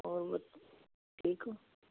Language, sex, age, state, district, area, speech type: Punjabi, female, 60+, Punjab, Fazilka, rural, conversation